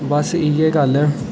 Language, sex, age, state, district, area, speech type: Dogri, male, 18-30, Jammu and Kashmir, Udhampur, rural, spontaneous